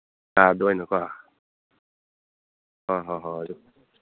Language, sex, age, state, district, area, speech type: Manipuri, male, 60+, Manipur, Churachandpur, rural, conversation